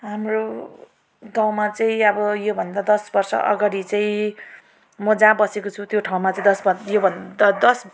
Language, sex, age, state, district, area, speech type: Nepali, female, 30-45, West Bengal, Jalpaiguri, rural, spontaneous